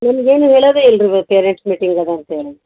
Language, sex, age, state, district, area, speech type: Kannada, female, 45-60, Karnataka, Gulbarga, urban, conversation